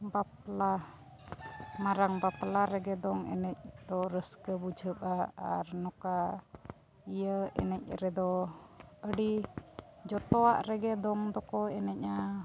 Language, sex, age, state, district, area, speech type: Santali, female, 45-60, Odisha, Mayurbhanj, rural, spontaneous